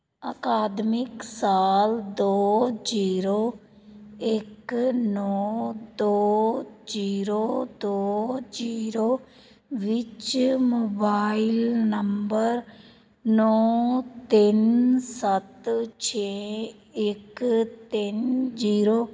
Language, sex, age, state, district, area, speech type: Punjabi, female, 30-45, Punjab, Fazilka, rural, read